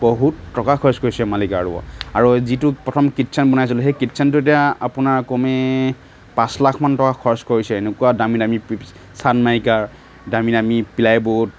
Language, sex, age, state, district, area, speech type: Assamese, male, 30-45, Assam, Nagaon, rural, spontaneous